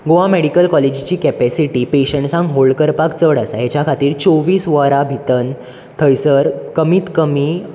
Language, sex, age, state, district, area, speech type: Goan Konkani, male, 18-30, Goa, Bardez, urban, spontaneous